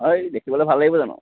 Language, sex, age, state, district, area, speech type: Assamese, male, 30-45, Assam, Lakhimpur, rural, conversation